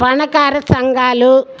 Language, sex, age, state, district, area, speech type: Telugu, female, 60+, Andhra Pradesh, Guntur, rural, spontaneous